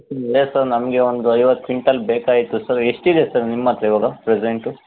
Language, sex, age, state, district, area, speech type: Kannada, male, 45-60, Karnataka, Chikkaballapur, urban, conversation